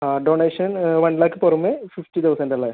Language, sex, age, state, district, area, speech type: Malayalam, male, 18-30, Kerala, Kasaragod, rural, conversation